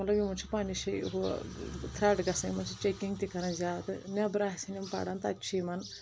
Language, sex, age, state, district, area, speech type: Kashmiri, female, 30-45, Jammu and Kashmir, Anantnag, rural, spontaneous